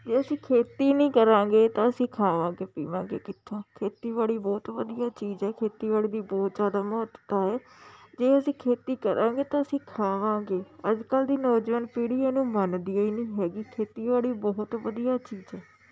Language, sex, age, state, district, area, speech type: Punjabi, female, 45-60, Punjab, Shaheed Bhagat Singh Nagar, rural, spontaneous